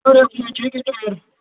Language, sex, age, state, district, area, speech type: Kashmiri, male, 30-45, Jammu and Kashmir, Kupwara, rural, conversation